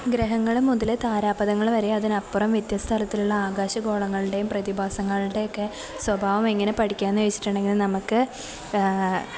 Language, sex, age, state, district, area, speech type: Malayalam, female, 18-30, Kerala, Kozhikode, rural, spontaneous